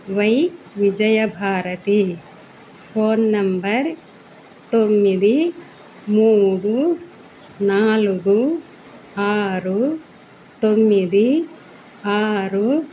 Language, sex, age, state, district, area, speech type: Telugu, female, 60+, Andhra Pradesh, Annamaya, urban, spontaneous